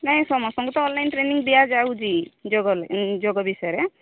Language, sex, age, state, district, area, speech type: Odia, female, 45-60, Odisha, Sambalpur, rural, conversation